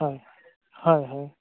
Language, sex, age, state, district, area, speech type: Assamese, male, 30-45, Assam, Goalpara, urban, conversation